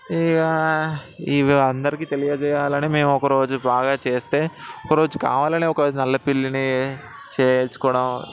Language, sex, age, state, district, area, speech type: Telugu, male, 18-30, Telangana, Ranga Reddy, urban, spontaneous